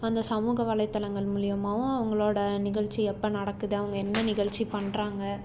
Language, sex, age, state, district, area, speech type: Tamil, female, 18-30, Tamil Nadu, Salem, urban, spontaneous